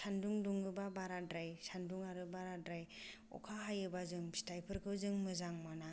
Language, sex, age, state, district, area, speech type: Bodo, female, 18-30, Assam, Kokrajhar, rural, spontaneous